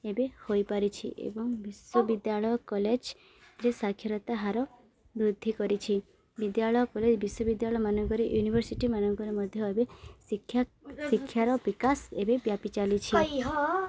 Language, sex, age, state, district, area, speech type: Odia, female, 18-30, Odisha, Subarnapur, urban, spontaneous